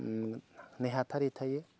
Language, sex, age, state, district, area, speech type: Bodo, male, 30-45, Assam, Goalpara, rural, spontaneous